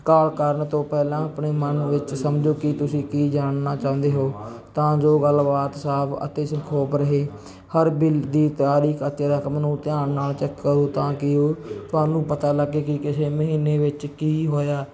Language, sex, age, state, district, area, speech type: Punjabi, male, 30-45, Punjab, Barnala, rural, spontaneous